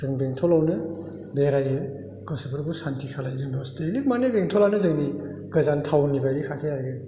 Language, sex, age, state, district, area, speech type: Bodo, male, 60+, Assam, Chirang, rural, spontaneous